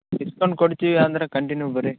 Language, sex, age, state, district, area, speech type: Kannada, male, 30-45, Karnataka, Raichur, rural, conversation